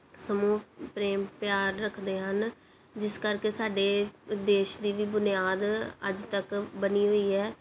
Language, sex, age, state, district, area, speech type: Punjabi, female, 18-30, Punjab, Pathankot, urban, spontaneous